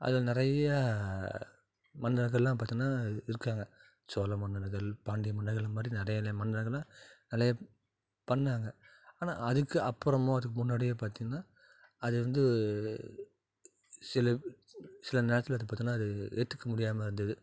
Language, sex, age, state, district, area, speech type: Tamil, male, 30-45, Tamil Nadu, Salem, urban, spontaneous